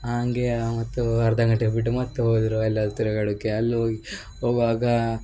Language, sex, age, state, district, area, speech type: Kannada, male, 18-30, Karnataka, Uttara Kannada, rural, spontaneous